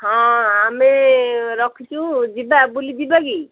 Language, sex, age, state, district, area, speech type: Odia, female, 45-60, Odisha, Gajapati, rural, conversation